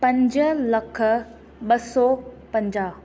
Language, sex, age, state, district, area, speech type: Sindhi, female, 18-30, Rajasthan, Ajmer, urban, spontaneous